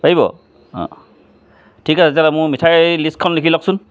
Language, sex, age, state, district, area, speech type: Assamese, male, 45-60, Assam, Charaideo, urban, spontaneous